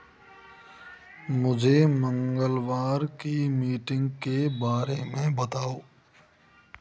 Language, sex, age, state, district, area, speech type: Hindi, male, 30-45, Rajasthan, Bharatpur, rural, read